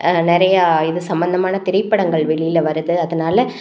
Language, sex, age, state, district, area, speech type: Tamil, female, 45-60, Tamil Nadu, Thanjavur, rural, spontaneous